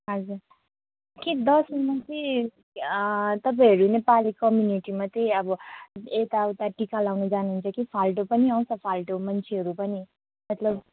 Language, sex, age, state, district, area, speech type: Nepali, female, 18-30, West Bengal, Jalpaiguri, rural, conversation